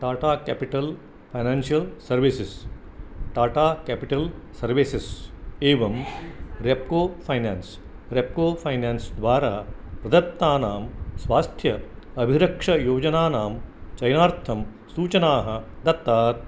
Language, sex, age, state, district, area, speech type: Sanskrit, male, 60+, Karnataka, Dharwad, rural, read